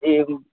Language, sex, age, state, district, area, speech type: Maithili, male, 18-30, Bihar, Saharsa, rural, conversation